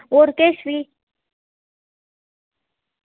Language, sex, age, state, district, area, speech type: Dogri, female, 30-45, Jammu and Kashmir, Udhampur, rural, conversation